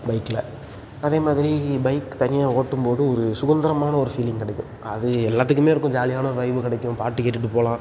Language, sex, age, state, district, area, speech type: Tamil, male, 18-30, Tamil Nadu, Tiruchirappalli, rural, spontaneous